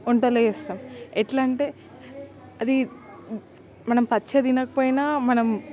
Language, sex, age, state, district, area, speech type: Telugu, female, 18-30, Telangana, Nalgonda, urban, spontaneous